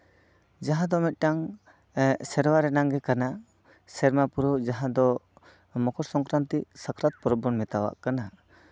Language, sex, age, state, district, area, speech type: Santali, male, 18-30, West Bengal, Bankura, rural, spontaneous